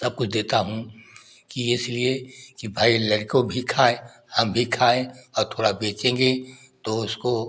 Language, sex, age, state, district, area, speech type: Hindi, male, 60+, Uttar Pradesh, Prayagraj, rural, spontaneous